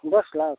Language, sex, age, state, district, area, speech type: Hindi, male, 30-45, Uttar Pradesh, Prayagraj, urban, conversation